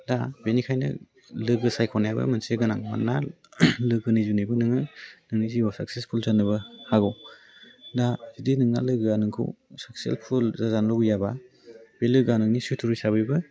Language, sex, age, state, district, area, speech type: Bodo, male, 18-30, Assam, Udalguri, rural, spontaneous